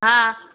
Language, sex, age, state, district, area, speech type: Sindhi, female, 18-30, Gujarat, Surat, urban, conversation